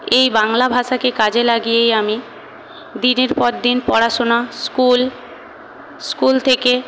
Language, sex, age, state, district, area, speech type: Bengali, female, 18-30, West Bengal, Paschim Medinipur, rural, spontaneous